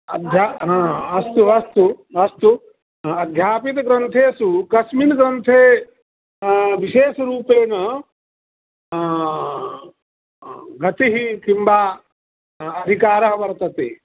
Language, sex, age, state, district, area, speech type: Sanskrit, male, 60+, Bihar, Madhubani, urban, conversation